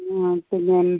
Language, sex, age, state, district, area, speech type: Malayalam, female, 30-45, Kerala, Alappuzha, rural, conversation